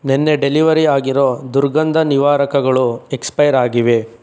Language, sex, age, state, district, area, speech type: Kannada, male, 30-45, Karnataka, Chikkaballapur, rural, read